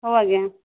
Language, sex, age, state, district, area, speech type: Odia, female, 45-60, Odisha, Angul, rural, conversation